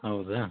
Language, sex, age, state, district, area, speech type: Kannada, male, 30-45, Karnataka, Chitradurga, rural, conversation